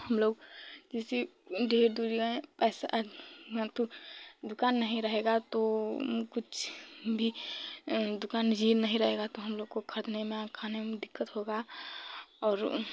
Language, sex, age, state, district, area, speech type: Hindi, female, 30-45, Uttar Pradesh, Chandauli, rural, spontaneous